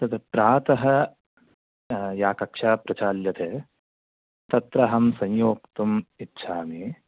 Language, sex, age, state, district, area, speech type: Sanskrit, male, 18-30, Karnataka, Chikkamagaluru, urban, conversation